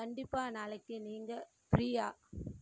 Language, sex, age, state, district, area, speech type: Tamil, female, 30-45, Tamil Nadu, Madurai, urban, read